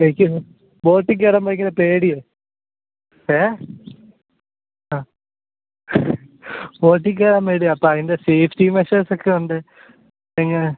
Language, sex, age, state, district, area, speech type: Malayalam, male, 18-30, Kerala, Alappuzha, rural, conversation